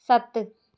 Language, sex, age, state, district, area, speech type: Punjabi, female, 18-30, Punjab, Shaheed Bhagat Singh Nagar, rural, read